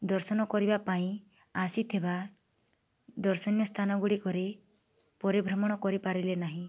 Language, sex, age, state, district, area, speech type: Odia, female, 18-30, Odisha, Boudh, rural, spontaneous